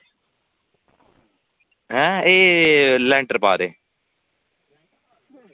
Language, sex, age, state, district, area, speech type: Dogri, male, 18-30, Jammu and Kashmir, Samba, rural, conversation